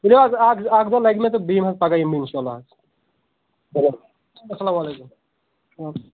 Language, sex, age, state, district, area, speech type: Kashmiri, male, 18-30, Jammu and Kashmir, Kulgam, urban, conversation